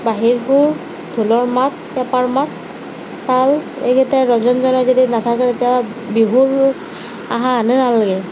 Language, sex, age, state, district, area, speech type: Assamese, female, 18-30, Assam, Darrang, rural, spontaneous